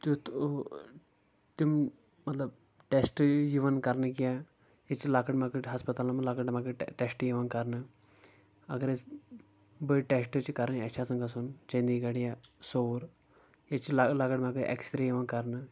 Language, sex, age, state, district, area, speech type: Kashmiri, male, 18-30, Jammu and Kashmir, Kulgam, urban, spontaneous